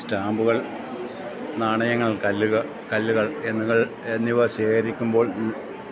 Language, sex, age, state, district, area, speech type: Malayalam, male, 45-60, Kerala, Kottayam, rural, spontaneous